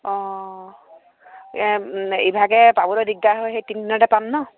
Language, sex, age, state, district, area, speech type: Assamese, female, 30-45, Assam, Sivasagar, rural, conversation